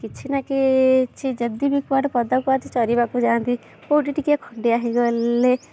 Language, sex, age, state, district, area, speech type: Odia, female, 30-45, Odisha, Kendujhar, urban, spontaneous